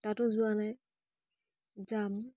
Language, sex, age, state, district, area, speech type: Assamese, female, 18-30, Assam, Charaideo, rural, spontaneous